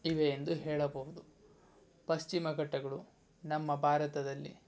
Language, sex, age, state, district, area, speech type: Kannada, male, 18-30, Karnataka, Tumkur, rural, spontaneous